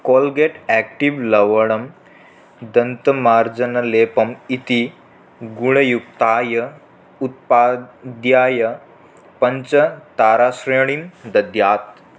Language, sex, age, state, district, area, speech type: Sanskrit, male, 18-30, Manipur, Kangpokpi, rural, read